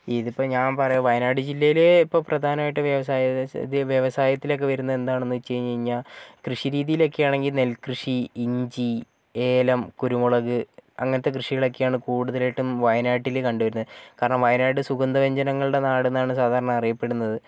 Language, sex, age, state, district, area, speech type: Malayalam, male, 30-45, Kerala, Wayanad, rural, spontaneous